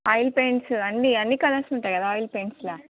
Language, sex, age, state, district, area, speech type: Telugu, female, 30-45, Telangana, Jagtial, urban, conversation